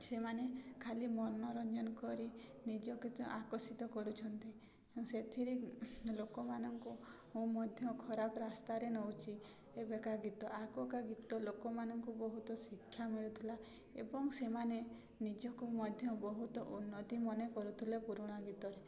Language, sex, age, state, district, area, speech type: Odia, female, 30-45, Odisha, Mayurbhanj, rural, spontaneous